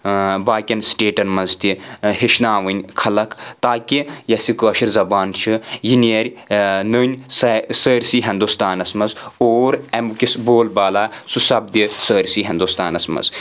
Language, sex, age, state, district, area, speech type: Kashmiri, male, 18-30, Jammu and Kashmir, Anantnag, rural, spontaneous